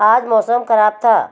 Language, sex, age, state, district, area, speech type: Hindi, female, 45-60, Madhya Pradesh, Betul, urban, read